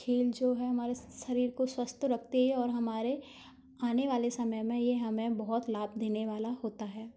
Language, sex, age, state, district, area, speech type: Hindi, female, 18-30, Madhya Pradesh, Gwalior, rural, spontaneous